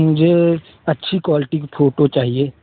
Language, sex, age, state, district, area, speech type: Hindi, male, 18-30, Uttar Pradesh, Jaunpur, rural, conversation